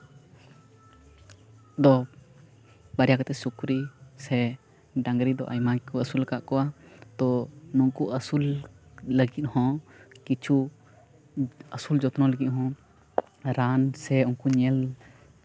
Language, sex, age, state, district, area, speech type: Santali, male, 18-30, West Bengal, Uttar Dinajpur, rural, spontaneous